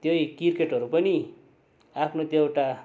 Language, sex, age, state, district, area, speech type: Nepali, male, 45-60, West Bengal, Darjeeling, rural, spontaneous